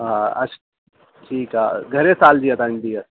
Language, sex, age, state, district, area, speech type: Sindhi, male, 30-45, Delhi, South Delhi, urban, conversation